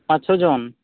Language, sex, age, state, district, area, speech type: Santali, male, 30-45, Jharkhand, East Singhbhum, rural, conversation